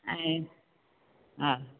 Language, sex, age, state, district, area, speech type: Sindhi, female, 60+, Gujarat, Junagadh, rural, conversation